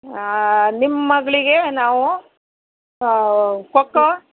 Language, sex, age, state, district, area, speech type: Kannada, female, 60+, Karnataka, Shimoga, rural, conversation